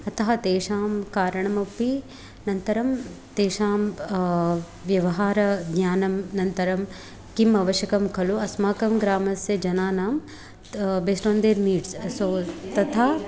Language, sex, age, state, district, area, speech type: Sanskrit, female, 18-30, Karnataka, Dharwad, urban, spontaneous